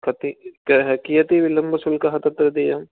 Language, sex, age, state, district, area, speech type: Sanskrit, male, 18-30, Rajasthan, Jaipur, urban, conversation